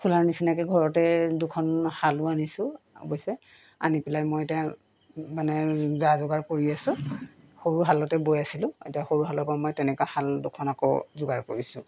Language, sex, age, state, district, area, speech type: Assamese, female, 45-60, Assam, Golaghat, urban, spontaneous